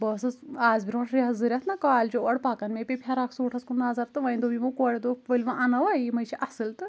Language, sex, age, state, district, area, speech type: Kashmiri, female, 18-30, Jammu and Kashmir, Kulgam, rural, spontaneous